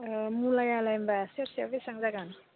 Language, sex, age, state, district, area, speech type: Bodo, female, 30-45, Assam, Udalguri, urban, conversation